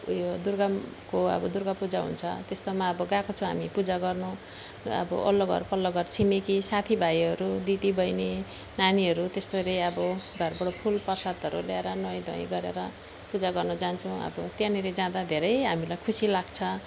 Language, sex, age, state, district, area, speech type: Nepali, female, 45-60, West Bengal, Alipurduar, urban, spontaneous